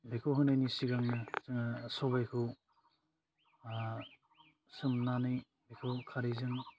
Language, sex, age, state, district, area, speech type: Bodo, male, 18-30, Assam, Udalguri, rural, spontaneous